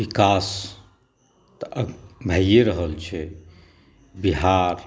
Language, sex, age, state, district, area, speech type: Maithili, male, 60+, Bihar, Saharsa, urban, spontaneous